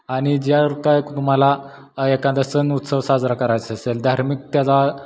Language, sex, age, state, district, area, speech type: Marathi, male, 18-30, Maharashtra, Satara, rural, spontaneous